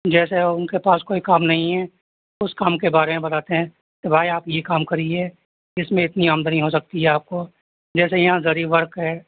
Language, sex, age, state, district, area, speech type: Urdu, male, 45-60, Uttar Pradesh, Rampur, urban, conversation